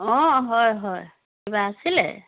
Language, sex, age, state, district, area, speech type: Assamese, female, 45-60, Assam, Dibrugarh, rural, conversation